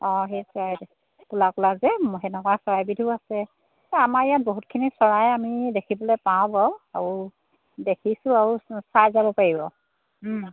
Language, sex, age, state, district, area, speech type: Assamese, female, 30-45, Assam, Charaideo, rural, conversation